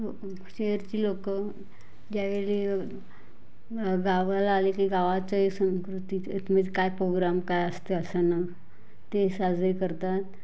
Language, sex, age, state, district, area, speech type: Marathi, female, 45-60, Maharashtra, Raigad, rural, spontaneous